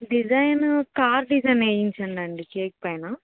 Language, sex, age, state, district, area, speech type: Telugu, female, 18-30, Andhra Pradesh, Vizianagaram, urban, conversation